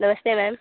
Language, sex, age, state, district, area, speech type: Hindi, female, 18-30, Uttar Pradesh, Azamgarh, rural, conversation